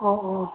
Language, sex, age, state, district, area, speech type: Manipuri, female, 30-45, Manipur, Imphal East, rural, conversation